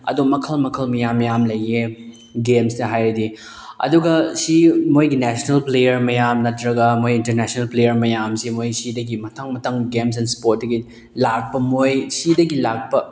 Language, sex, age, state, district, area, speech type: Manipuri, male, 18-30, Manipur, Chandel, rural, spontaneous